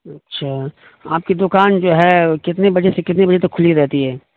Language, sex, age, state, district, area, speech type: Urdu, male, 45-60, Bihar, Supaul, rural, conversation